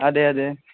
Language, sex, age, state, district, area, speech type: Malayalam, male, 18-30, Kerala, Malappuram, rural, conversation